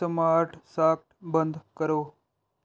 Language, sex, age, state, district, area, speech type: Punjabi, male, 18-30, Punjab, Pathankot, urban, read